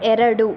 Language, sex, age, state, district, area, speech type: Kannada, female, 18-30, Karnataka, Udupi, rural, read